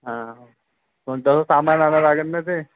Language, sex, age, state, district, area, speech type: Marathi, male, 18-30, Maharashtra, Nagpur, rural, conversation